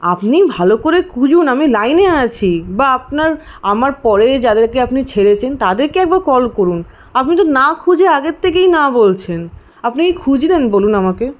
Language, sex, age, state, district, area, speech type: Bengali, female, 18-30, West Bengal, Paschim Bardhaman, rural, spontaneous